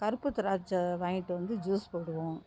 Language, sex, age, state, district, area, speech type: Tamil, female, 60+, Tamil Nadu, Thanjavur, rural, spontaneous